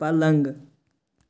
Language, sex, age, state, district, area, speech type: Kashmiri, male, 30-45, Jammu and Kashmir, Kupwara, rural, read